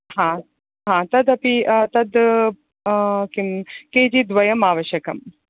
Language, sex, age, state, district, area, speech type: Sanskrit, female, 30-45, Karnataka, Dakshina Kannada, urban, conversation